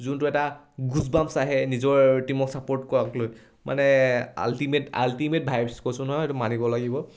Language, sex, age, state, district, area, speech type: Assamese, male, 18-30, Assam, Charaideo, urban, spontaneous